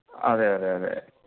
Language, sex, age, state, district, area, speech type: Malayalam, male, 45-60, Kerala, Palakkad, urban, conversation